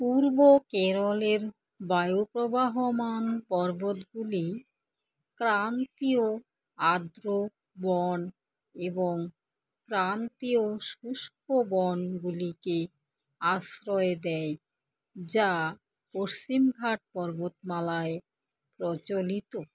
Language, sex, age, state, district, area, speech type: Bengali, female, 30-45, West Bengal, Alipurduar, rural, read